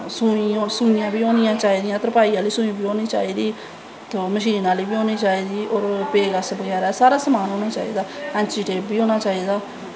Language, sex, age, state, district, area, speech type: Dogri, female, 30-45, Jammu and Kashmir, Samba, rural, spontaneous